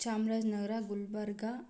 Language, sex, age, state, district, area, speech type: Kannada, female, 18-30, Karnataka, Tumkur, urban, spontaneous